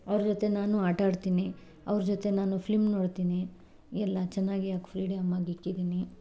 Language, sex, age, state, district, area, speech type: Kannada, female, 30-45, Karnataka, Bangalore Rural, rural, spontaneous